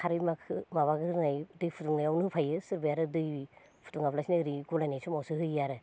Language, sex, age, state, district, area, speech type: Bodo, female, 30-45, Assam, Baksa, rural, spontaneous